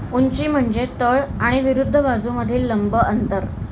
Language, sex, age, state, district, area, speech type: Marathi, female, 45-60, Maharashtra, Thane, rural, read